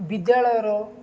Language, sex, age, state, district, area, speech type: Odia, male, 18-30, Odisha, Nabarangpur, urban, spontaneous